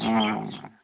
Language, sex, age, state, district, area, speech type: Santali, male, 45-60, West Bengal, Malda, rural, conversation